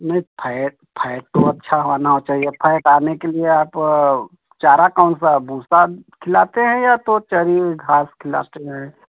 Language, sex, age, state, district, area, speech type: Hindi, male, 45-60, Uttar Pradesh, Prayagraj, urban, conversation